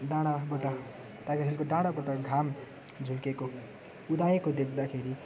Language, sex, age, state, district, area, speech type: Nepali, male, 18-30, West Bengal, Darjeeling, rural, spontaneous